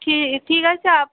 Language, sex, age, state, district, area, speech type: Bengali, female, 18-30, West Bengal, Paschim Medinipur, rural, conversation